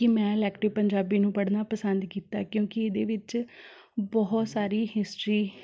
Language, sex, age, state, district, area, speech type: Punjabi, female, 18-30, Punjab, Shaheed Bhagat Singh Nagar, rural, spontaneous